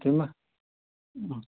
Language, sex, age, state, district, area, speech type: Kashmiri, male, 30-45, Jammu and Kashmir, Bandipora, rural, conversation